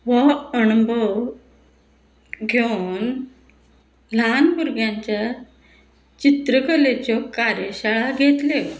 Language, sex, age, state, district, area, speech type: Goan Konkani, female, 45-60, Goa, Quepem, rural, spontaneous